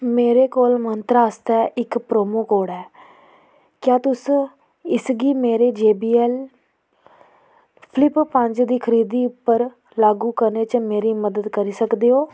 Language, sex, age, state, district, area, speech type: Dogri, female, 18-30, Jammu and Kashmir, Kathua, rural, read